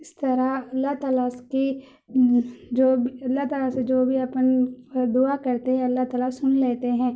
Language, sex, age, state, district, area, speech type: Urdu, female, 30-45, Telangana, Hyderabad, urban, spontaneous